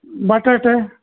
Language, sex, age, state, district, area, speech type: Kannada, male, 60+, Karnataka, Dakshina Kannada, rural, conversation